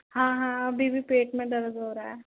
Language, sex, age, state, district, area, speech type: Hindi, female, 18-30, Madhya Pradesh, Jabalpur, urban, conversation